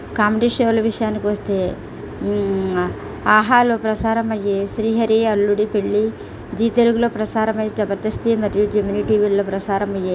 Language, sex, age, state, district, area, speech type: Telugu, female, 60+, Andhra Pradesh, East Godavari, rural, spontaneous